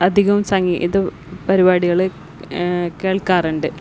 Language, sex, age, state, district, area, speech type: Malayalam, female, 30-45, Kerala, Kasaragod, rural, spontaneous